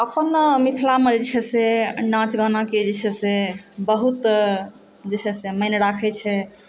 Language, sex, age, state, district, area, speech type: Maithili, female, 30-45, Bihar, Supaul, urban, spontaneous